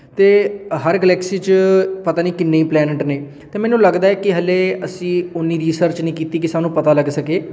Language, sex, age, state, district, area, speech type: Punjabi, male, 18-30, Punjab, Patiala, urban, spontaneous